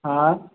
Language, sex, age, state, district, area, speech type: Sindhi, male, 18-30, Maharashtra, Mumbai Suburban, urban, conversation